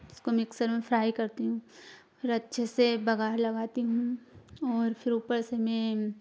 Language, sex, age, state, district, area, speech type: Hindi, female, 18-30, Madhya Pradesh, Ujjain, urban, spontaneous